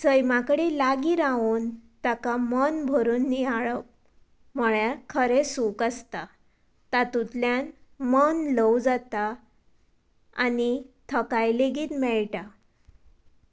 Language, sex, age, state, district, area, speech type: Goan Konkani, female, 18-30, Goa, Tiswadi, rural, spontaneous